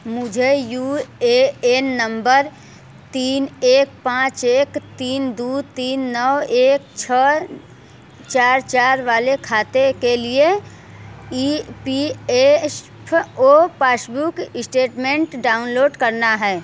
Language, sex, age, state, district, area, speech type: Hindi, female, 30-45, Uttar Pradesh, Mirzapur, rural, read